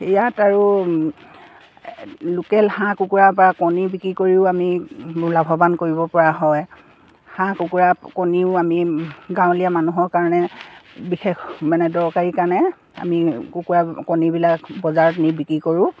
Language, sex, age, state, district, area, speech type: Assamese, female, 60+, Assam, Dibrugarh, rural, spontaneous